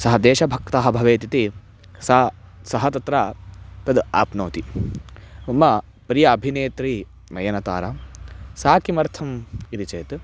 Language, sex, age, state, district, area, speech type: Sanskrit, male, 18-30, Karnataka, Chitradurga, urban, spontaneous